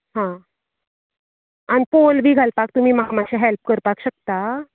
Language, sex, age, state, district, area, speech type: Goan Konkani, female, 30-45, Goa, Canacona, rural, conversation